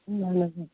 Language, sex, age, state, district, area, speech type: Kashmiri, female, 45-60, Jammu and Kashmir, Baramulla, rural, conversation